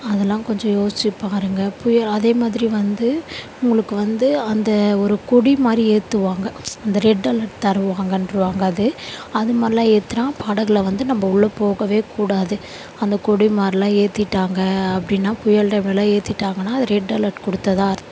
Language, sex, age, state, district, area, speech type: Tamil, female, 30-45, Tamil Nadu, Chennai, urban, spontaneous